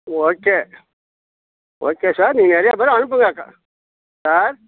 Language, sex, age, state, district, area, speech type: Tamil, male, 45-60, Tamil Nadu, Kallakurichi, rural, conversation